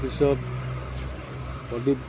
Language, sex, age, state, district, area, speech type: Assamese, male, 60+, Assam, Udalguri, rural, spontaneous